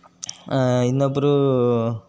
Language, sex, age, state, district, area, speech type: Kannada, male, 30-45, Karnataka, Chitradurga, rural, spontaneous